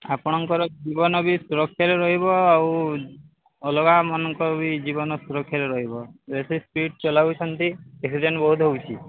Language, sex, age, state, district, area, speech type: Odia, male, 30-45, Odisha, Balangir, urban, conversation